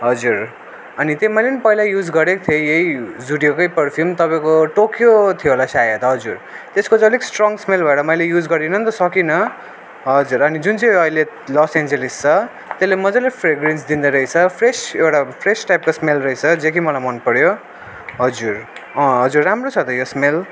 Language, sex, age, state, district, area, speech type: Nepali, male, 18-30, West Bengal, Darjeeling, rural, spontaneous